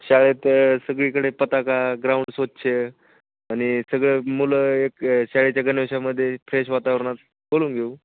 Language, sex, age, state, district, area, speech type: Marathi, male, 18-30, Maharashtra, Jalna, rural, conversation